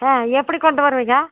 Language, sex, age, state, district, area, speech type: Tamil, female, 60+, Tamil Nadu, Erode, urban, conversation